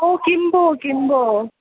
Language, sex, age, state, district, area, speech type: Sanskrit, female, 18-30, Kerala, Thrissur, urban, conversation